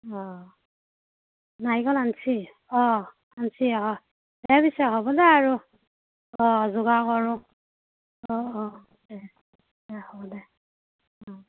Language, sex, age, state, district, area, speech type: Assamese, female, 30-45, Assam, Darrang, rural, conversation